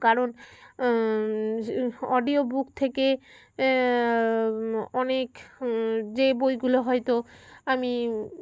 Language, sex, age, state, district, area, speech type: Bengali, female, 30-45, West Bengal, Birbhum, urban, spontaneous